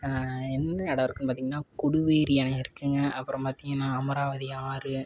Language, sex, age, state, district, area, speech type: Tamil, male, 18-30, Tamil Nadu, Tiruppur, rural, spontaneous